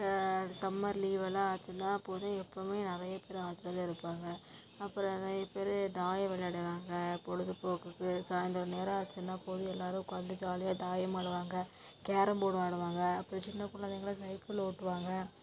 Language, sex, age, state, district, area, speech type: Tamil, female, 18-30, Tamil Nadu, Coimbatore, rural, spontaneous